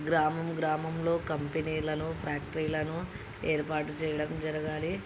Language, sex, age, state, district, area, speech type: Telugu, female, 18-30, Andhra Pradesh, Krishna, urban, spontaneous